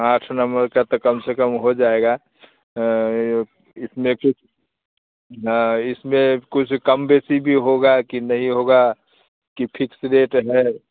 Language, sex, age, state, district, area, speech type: Hindi, male, 45-60, Bihar, Muzaffarpur, urban, conversation